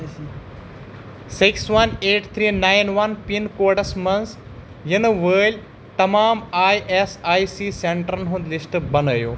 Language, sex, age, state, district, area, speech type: Kashmiri, male, 30-45, Jammu and Kashmir, Baramulla, urban, read